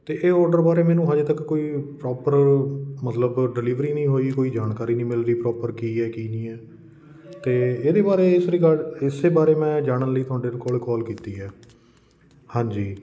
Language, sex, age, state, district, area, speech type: Punjabi, male, 30-45, Punjab, Kapurthala, urban, read